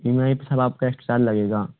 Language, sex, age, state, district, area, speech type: Hindi, male, 45-60, Rajasthan, Karauli, rural, conversation